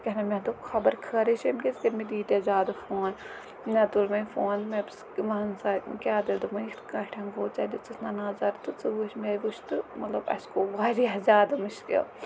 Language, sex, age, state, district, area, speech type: Kashmiri, female, 30-45, Jammu and Kashmir, Kulgam, rural, spontaneous